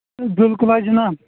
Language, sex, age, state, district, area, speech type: Kashmiri, male, 18-30, Jammu and Kashmir, Shopian, rural, conversation